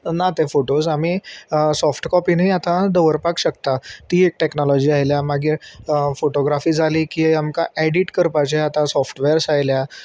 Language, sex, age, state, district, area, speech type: Goan Konkani, male, 30-45, Goa, Salcete, urban, spontaneous